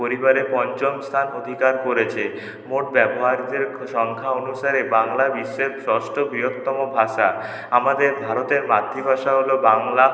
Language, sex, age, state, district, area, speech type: Bengali, male, 18-30, West Bengal, Purulia, urban, spontaneous